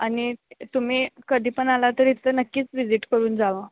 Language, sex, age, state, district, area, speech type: Marathi, female, 18-30, Maharashtra, Sangli, rural, conversation